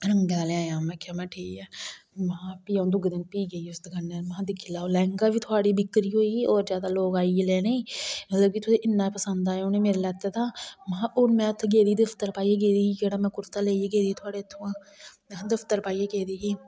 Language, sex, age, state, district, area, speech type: Dogri, female, 45-60, Jammu and Kashmir, Reasi, rural, spontaneous